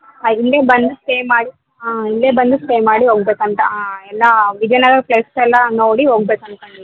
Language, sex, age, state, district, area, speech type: Kannada, female, 18-30, Karnataka, Vijayanagara, rural, conversation